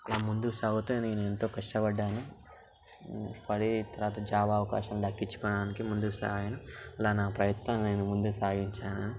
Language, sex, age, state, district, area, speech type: Telugu, male, 18-30, Telangana, Medchal, urban, spontaneous